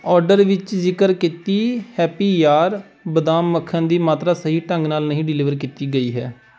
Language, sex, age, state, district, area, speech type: Punjabi, male, 18-30, Punjab, Pathankot, rural, read